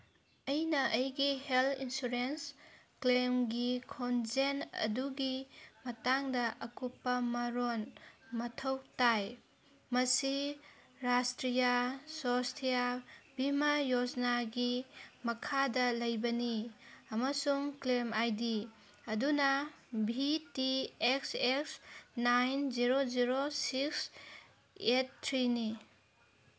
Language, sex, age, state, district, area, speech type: Manipuri, female, 30-45, Manipur, Senapati, rural, read